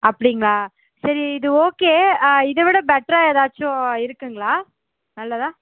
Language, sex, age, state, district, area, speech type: Tamil, female, 30-45, Tamil Nadu, Perambalur, rural, conversation